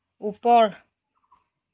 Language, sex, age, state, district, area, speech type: Assamese, female, 45-60, Assam, Lakhimpur, rural, read